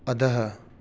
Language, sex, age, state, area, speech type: Sanskrit, male, 18-30, Rajasthan, urban, read